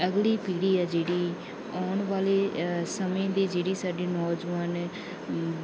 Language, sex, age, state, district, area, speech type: Punjabi, female, 18-30, Punjab, Bathinda, rural, spontaneous